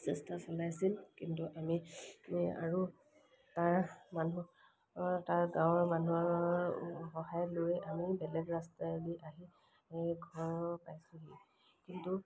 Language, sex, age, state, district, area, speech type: Assamese, female, 30-45, Assam, Kamrup Metropolitan, urban, spontaneous